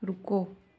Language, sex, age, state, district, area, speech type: Hindi, female, 18-30, Rajasthan, Nagaur, rural, read